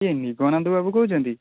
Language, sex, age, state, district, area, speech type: Odia, male, 18-30, Odisha, Jagatsinghpur, rural, conversation